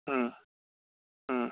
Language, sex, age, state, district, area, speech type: Manipuri, male, 30-45, Manipur, Kakching, rural, conversation